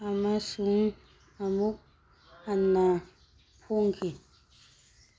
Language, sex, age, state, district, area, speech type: Manipuri, female, 45-60, Manipur, Churachandpur, urban, read